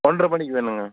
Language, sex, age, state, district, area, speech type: Tamil, male, 60+, Tamil Nadu, Mayiladuthurai, rural, conversation